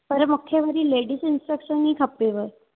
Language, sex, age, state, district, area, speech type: Sindhi, female, 30-45, Gujarat, Surat, urban, conversation